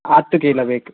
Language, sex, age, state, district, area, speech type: Kannada, male, 18-30, Karnataka, Chitradurga, rural, conversation